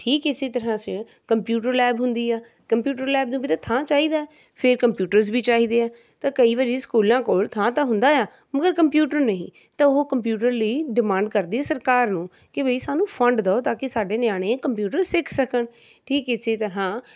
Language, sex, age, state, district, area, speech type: Punjabi, female, 30-45, Punjab, Rupnagar, urban, spontaneous